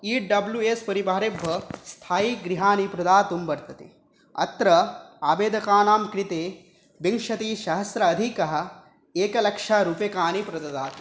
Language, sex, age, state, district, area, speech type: Sanskrit, male, 18-30, West Bengal, Dakshin Dinajpur, rural, spontaneous